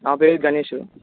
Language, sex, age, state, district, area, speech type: Telugu, male, 18-30, Telangana, Bhadradri Kothagudem, urban, conversation